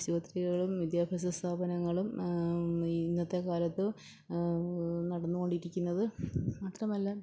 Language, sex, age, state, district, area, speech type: Malayalam, female, 30-45, Kerala, Pathanamthitta, urban, spontaneous